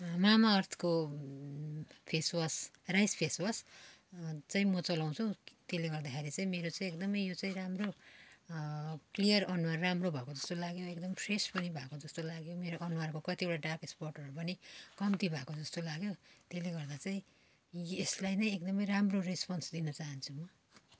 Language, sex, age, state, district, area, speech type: Nepali, female, 45-60, West Bengal, Darjeeling, rural, spontaneous